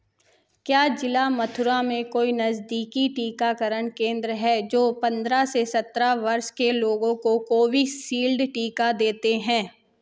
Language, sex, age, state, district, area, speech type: Hindi, female, 30-45, Madhya Pradesh, Katni, urban, read